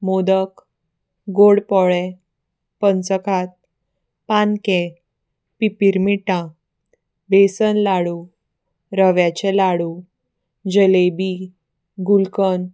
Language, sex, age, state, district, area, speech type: Goan Konkani, female, 30-45, Goa, Salcete, urban, spontaneous